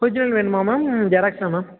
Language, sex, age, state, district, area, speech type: Tamil, male, 18-30, Tamil Nadu, Tiruvarur, rural, conversation